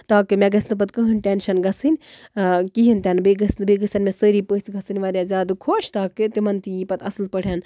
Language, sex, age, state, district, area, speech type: Kashmiri, female, 30-45, Jammu and Kashmir, Baramulla, rural, spontaneous